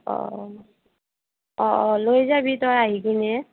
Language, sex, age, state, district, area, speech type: Assamese, female, 45-60, Assam, Nagaon, rural, conversation